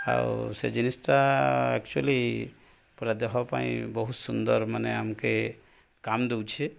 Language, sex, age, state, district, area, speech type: Odia, male, 30-45, Odisha, Nuapada, urban, spontaneous